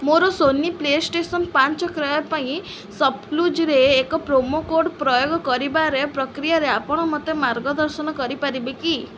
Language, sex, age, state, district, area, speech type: Odia, female, 18-30, Odisha, Sundergarh, urban, read